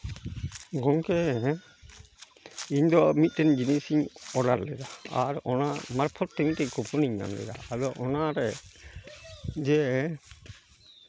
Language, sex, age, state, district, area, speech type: Santali, male, 45-60, West Bengal, Malda, rural, spontaneous